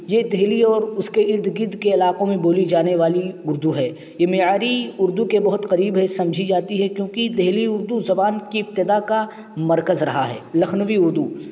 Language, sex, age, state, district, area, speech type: Urdu, male, 18-30, Uttar Pradesh, Balrampur, rural, spontaneous